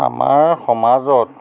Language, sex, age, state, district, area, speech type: Assamese, male, 45-60, Assam, Biswanath, rural, spontaneous